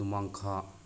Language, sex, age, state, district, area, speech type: Manipuri, male, 30-45, Manipur, Bishnupur, rural, spontaneous